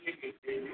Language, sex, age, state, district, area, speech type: Gujarati, male, 18-30, Gujarat, Aravalli, urban, conversation